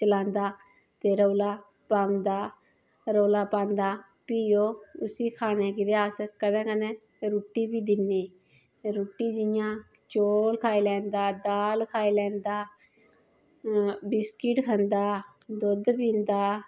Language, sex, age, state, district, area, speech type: Dogri, female, 30-45, Jammu and Kashmir, Udhampur, rural, spontaneous